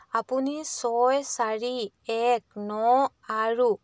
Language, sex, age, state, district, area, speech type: Assamese, female, 45-60, Assam, Charaideo, rural, read